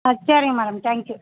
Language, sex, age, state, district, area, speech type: Tamil, female, 60+, Tamil Nadu, Mayiladuthurai, rural, conversation